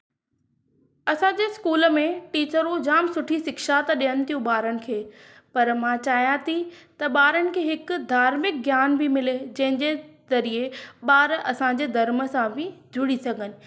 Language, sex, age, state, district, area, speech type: Sindhi, female, 30-45, Maharashtra, Thane, urban, spontaneous